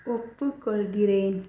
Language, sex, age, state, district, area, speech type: Tamil, female, 30-45, Tamil Nadu, Pudukkottai, rural, read